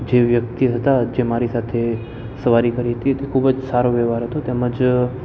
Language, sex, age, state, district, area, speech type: Gujarati, male, 18-30, Gujarat, Ahmedabad, urban, spontaneous